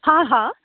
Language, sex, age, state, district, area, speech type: Sindhi, female, 45-60, Delhi, South Delhi, urban, conversation